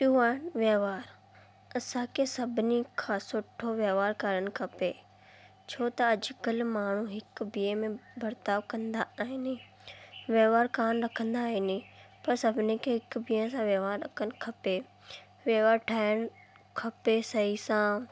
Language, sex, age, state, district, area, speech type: Sindhi, female, 18-30, Rajasthan, Ajmer, urban, spontaneous